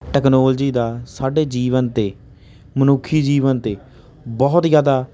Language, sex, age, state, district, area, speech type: Punjabi, male, 30-45, Punjab, Hoshiarpur, rural, spontaneous